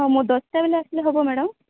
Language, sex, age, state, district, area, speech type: Odia, female, 18-30, Odisha, Malkangiri, urban, conversation